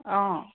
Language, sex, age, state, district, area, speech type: Assamese, female, 45-60, Assam, Charaideo, urban, conversation